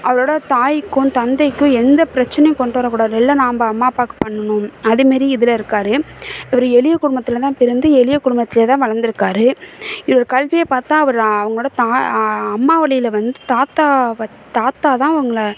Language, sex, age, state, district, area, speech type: Tamil, female, 18-30, Tamil Nadu, Thanjavur, urban, spontaneous